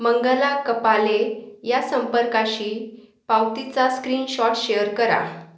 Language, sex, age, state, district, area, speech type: Marathi, female, 18-30, Maharashtra, Akola, urban, read